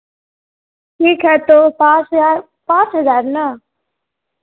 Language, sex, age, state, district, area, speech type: Hindi, female, 18-30, Bihar, Vaishali, rural, conversation